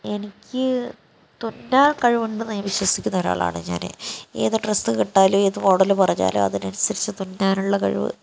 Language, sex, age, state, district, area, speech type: Malayalam, female, 60+, Kerala, Wayanad, rural, spontaneous